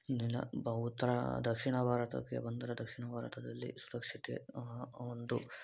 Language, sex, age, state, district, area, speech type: Kannada, male, 18-30, Karnataka, Davanagere, urban, spontaneous